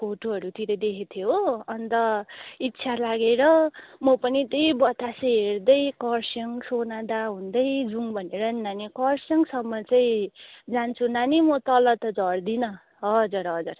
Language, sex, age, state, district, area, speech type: Nepali, female, 60+, West Bengal, Darjeeling, rural, conversation